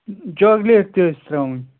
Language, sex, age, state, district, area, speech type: Kashmiri, male, 18-30, Jammu and Kashmir, Srinagar, urban, conversation